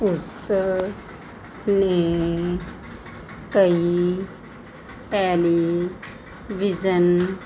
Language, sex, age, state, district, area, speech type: Punjabi, female, 30-45, Punjab, Muktsar, urban, read